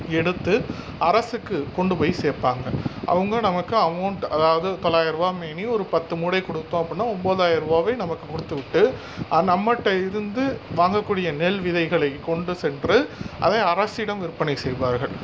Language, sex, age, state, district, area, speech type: Tamil, male, 45-60, Tamil Nadu, Pudukkottai, rural, spontaneous